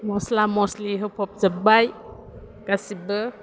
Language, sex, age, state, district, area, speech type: Bodo, female, 30-45, Assam, Chirang, urban, spontaneous